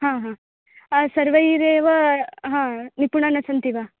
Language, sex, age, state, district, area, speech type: Sanskrit, female, 18-30, Karnataka, Belgaum, urban, conversation